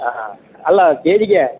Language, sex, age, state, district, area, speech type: Kannada, male, 60+, Karnataka, Dakshina Kannada, rural, conversation